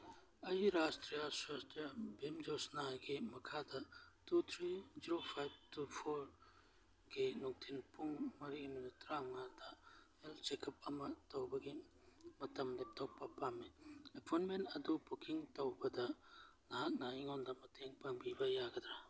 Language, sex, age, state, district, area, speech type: Manipuri, male, 30-45, Manipur, Churachandpur, rural, read